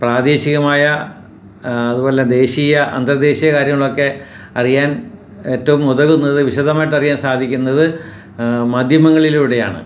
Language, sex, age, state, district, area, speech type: Malayalam, male, 60+, Kerala, Ernakulam, rural, spontaneous